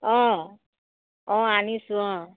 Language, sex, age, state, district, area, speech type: Assamese, female, 30-45, Assam, Biswanath, rural, conversation